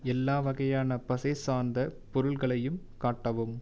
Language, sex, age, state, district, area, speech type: Tamil, male, 18-30, Tamil Nadu, Viluppuram, urban, read